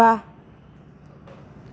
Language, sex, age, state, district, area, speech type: Bodo, female, 45-60, Assam, Kokrajhar, urban, read